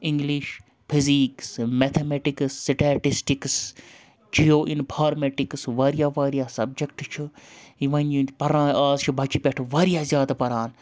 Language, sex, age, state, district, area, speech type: Kashmiri, male, 30-45, Jammu and Kashmir, Srinagar, urban, spontaneous